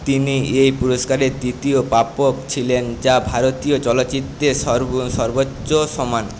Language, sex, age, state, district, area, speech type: Bengali, male, 18-30, West Bengal, Paschim Medinipur, rural, read